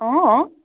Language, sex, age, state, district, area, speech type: Assamese, female, 60+, Assam, Dhemaji, urban, conversation